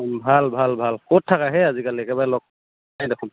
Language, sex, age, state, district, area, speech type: Assamese, male, 30-45, Assam, Dhemaji, rural, conversation